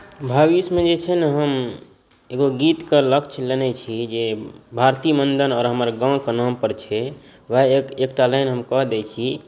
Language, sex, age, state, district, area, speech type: Maithili, male, 18-30, Bihar, Saharsa, rural, spontaneous